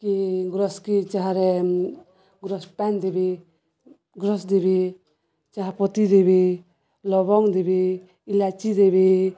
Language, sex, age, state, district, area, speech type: Odia, female, 45-60, Odisha, Balangir, urban, spontaneous